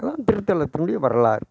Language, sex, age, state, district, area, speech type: Tamil, male, 60+, Tamil Nadu, Tiruvannamalai, rural, spontaneous